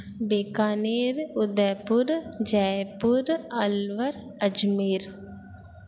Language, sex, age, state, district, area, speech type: Sindhi, female, 18-30, Rajasthan, Ajmer, urban, spontaneous